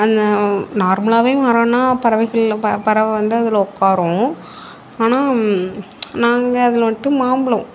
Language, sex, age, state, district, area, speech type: Tamil, female, 18-30, Tamil Nadu, Mayiladuthurai, urban, spontaneous